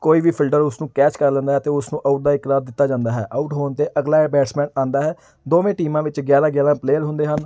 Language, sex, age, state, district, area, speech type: Punjabi, male, 18-30, Punjab, Amritsar, urban, spontaneous